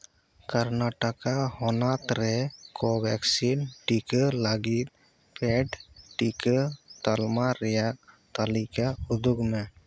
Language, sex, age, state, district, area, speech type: Santali, male, 30-45, Jharkhand, Seraikela Kharsawan, rural, read